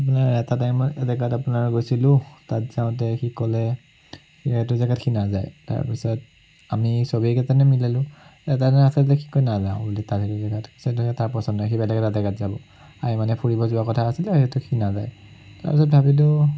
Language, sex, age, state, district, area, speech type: Assamese, male, 30-45, Assam, Sonitpur, rural, spontaneous